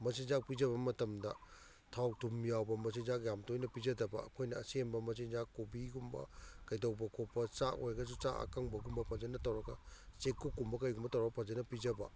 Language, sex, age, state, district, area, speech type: Manipuri, male, 45-60, Manipur, Kakching, rural, spontaneous